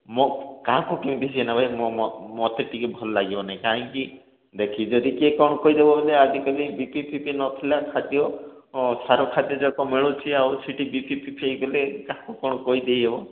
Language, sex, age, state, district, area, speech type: Odia, male, 30-45, Odisha, Koraput, urban, conversation